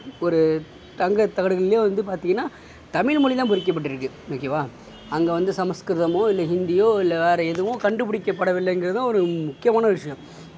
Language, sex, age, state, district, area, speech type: Tamil, male, 60+, Tamil Nadu, Mayiladuthurai, rural, spontaneous